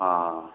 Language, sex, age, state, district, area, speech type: Hindi, male, 60+, Uttar Pradesh, Azamgarh, urban, conversation